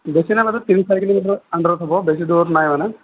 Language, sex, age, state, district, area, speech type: Assamese, male, 18-30, Assam, Sonitpur, rural, conversation